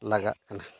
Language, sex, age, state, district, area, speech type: Santali, male, 30-45, Jharkhand, Pakur, rural, spontaneous